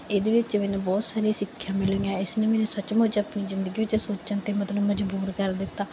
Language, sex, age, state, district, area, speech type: Punjabi, female, 30-45, Punjab, Bathinda, rural, spontaneous